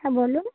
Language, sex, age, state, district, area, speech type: Bengali, female, 30-45, West Bengal, Dakshin Dinajpur, urban, conversation